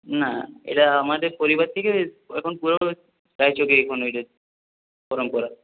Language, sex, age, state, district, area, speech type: Bengali, male, 18-30, West Bengal, Purulia, urban, conversation